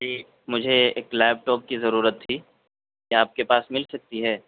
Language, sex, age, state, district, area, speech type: Urdu, male, 18-30, Uttar Pradesh, Saharanpur, urban, conversation